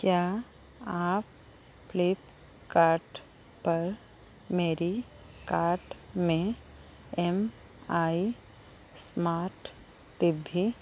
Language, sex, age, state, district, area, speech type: Hindi, female, 45-60, Madhya Pradesh, Chhindwara, rural, read